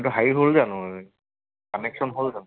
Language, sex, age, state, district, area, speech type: Assamese, male, 30-45, Assam, Charaideo, urban, conversation